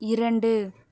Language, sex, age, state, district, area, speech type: Tamil, female, 45-60, Tamil Nadu, Pudukkottai, rural, read